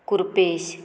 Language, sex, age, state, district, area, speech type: Goan Konkani, female, 45-60, Goa, Murmgao, rural, spontaneous